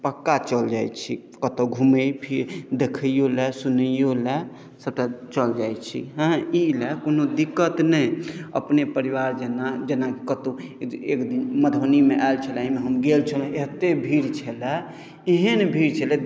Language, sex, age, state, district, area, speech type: Maithili, male, 30-45, Bihar, Madhubani, rural, spontaneous